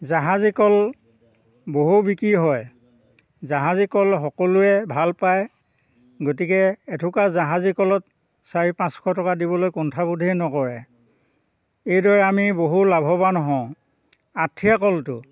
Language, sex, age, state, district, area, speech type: Assamese, male, 60+, Assam, Dhemaji, rural, spontaneous